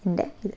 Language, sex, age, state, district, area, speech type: Malayalam, female, 18-30, Kerala, Thiruvananthapuram, rural, spontaneous